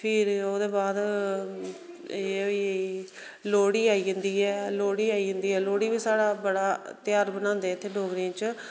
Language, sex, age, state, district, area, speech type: Dogri, female, 30-45, Jammu and Kashmir, Reasi, rural, spontaneous